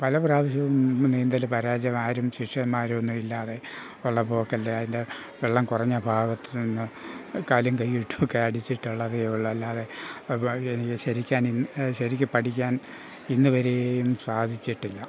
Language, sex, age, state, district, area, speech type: Malayalam, male, 60+, Kerala, Pathanamthitta, rural, spontaneous